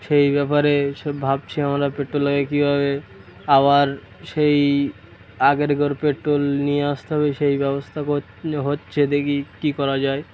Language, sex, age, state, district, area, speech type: Bengali, male, 18-30, West Bengal, Uttar Dinajpur, urban, spontaneous